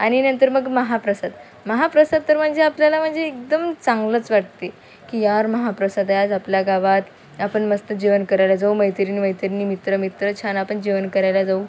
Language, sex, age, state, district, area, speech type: Marathi, female, 18-30, Maharashtra, Wardha, rural, spontaneous